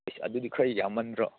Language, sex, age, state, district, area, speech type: Manipuri, male, 30-45, Manipur, Churachandpur, rural, conversation